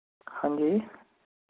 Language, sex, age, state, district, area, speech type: Dogri, male, 18-30, Jammu and Kashmir, Samba, rural, conversation